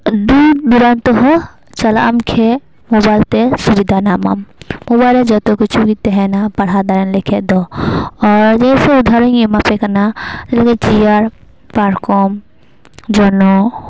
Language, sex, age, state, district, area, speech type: Santali, female, 18-30, West Bengal, Paschim Bardhaman, rural, spontaneous